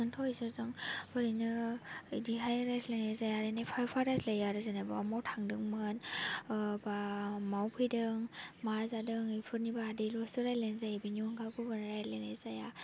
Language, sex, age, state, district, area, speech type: Bodo, female, 18-30, Assam, Baksa, rural, spontaneous